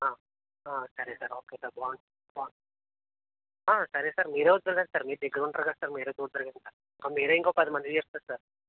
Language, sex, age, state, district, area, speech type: Telugu, male, 30-45, Andhra Pradesh, East Godavari, urban, conversation